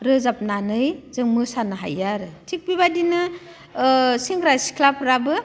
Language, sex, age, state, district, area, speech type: Bodo, female, 45-60, Assam, Udalguri, rural, spontaneous